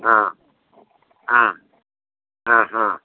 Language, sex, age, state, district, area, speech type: Malayalam, male, 60+, Kerala, Pathanamthitta, rural, conversation